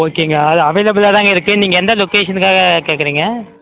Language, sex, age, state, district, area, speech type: Tamil, male, 45-60, Tamil Nadu, Tenkasi, rural, conversation